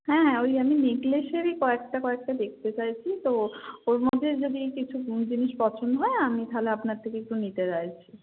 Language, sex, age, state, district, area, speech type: Bengali, female, 30-45, West Bengal, Purba Medinipur, rural, conversation